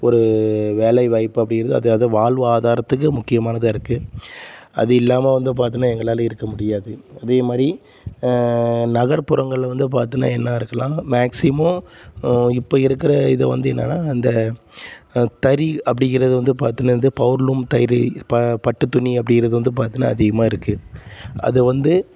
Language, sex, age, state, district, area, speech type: Tamil, male, 30-45, Tamil Nadu, Salem, rural, spontaneous